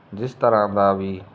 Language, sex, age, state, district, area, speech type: Punjabi, male, 30-45, Punjab, Muktsar, urban, spontaneous